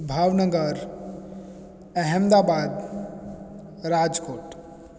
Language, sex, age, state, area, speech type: Gujarati, male, 18-30, Gujarat, urban, spontaneous